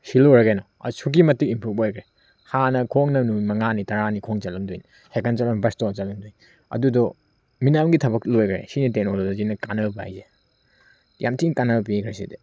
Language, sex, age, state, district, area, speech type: Manipuri, male, 30-45, Manipur, Tengnoupal, urban, spontaneous